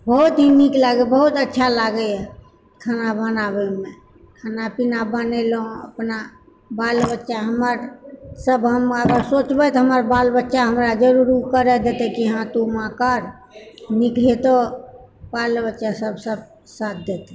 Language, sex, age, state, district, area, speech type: Maithili, female, 60+, Bihar, Purnia, rural, spontaneous